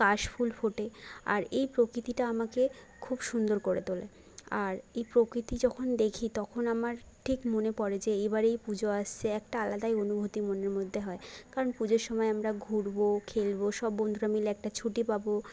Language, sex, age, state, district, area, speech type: Bengali, female, 18-30, West Bengal, Jhargram, rural, spontaneous